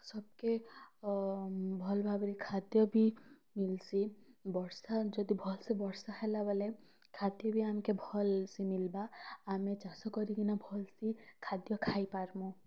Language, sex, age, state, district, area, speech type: Odia, female, 18-30, Odisha, Kalahandi, rural, spontaneous